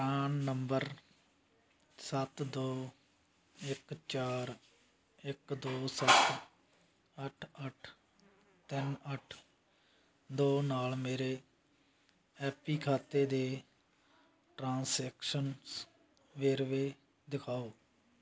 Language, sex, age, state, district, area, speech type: Punjabi, male, 45-60, Punjab, Muktsar, urban, read